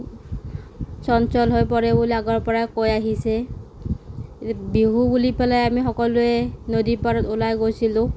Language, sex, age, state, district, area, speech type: Assamese, female, 30-45, Assam, Kamrup Metropolitan, urban, spontaneous